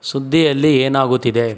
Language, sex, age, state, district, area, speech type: Kannada, male, 18-30, Karnataka, Chikkaballapur, urban, read